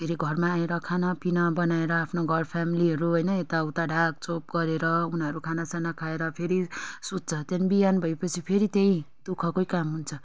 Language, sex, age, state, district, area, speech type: Nepali, female, 30-45, West Bengal, Darjeeling, rural, spontaneous